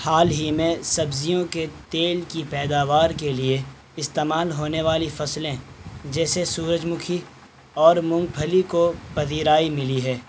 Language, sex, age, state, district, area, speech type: Urdu, male, 18-30, Bihar, Purnia, rural, read